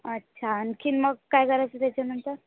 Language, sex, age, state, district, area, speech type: Marathi, female, 18-30, Maharashtra, Yavatmal, rural, conversation